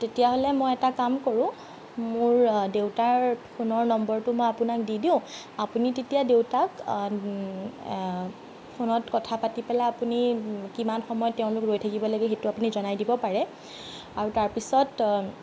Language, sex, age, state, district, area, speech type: Assamese, female, 30-45, Assam, Sonitpur, rural, spontaneous